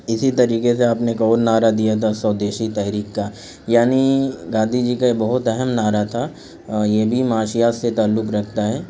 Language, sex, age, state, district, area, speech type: Urdu, male, 30-45, Uttar Pradesh, Azamgarh, rural, spontaneous